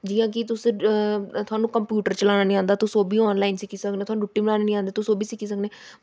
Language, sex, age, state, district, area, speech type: Dogri, female, 30-45, Jammu and Kashmir, Samba, urban, spontaneous